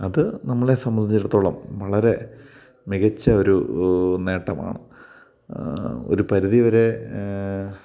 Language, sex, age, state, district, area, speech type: Malayalam, male, 30-45, Kerala, Kottayam, rural, spontaneous